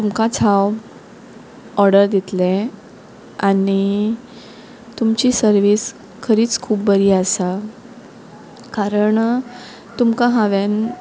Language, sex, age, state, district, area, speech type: Goan Konkani, female, 18-30, Goa, Quepem, rural, spontaneous